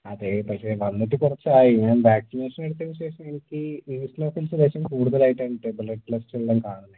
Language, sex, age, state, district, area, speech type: Malayalam, male, 18-30, Kerala, Wayanad, rural, conversation